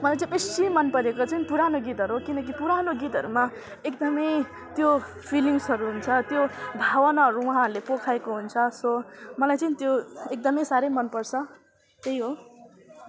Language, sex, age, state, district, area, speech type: Nepali, female, 18-30, West Bengal, Alipurduar, rural, spontaneous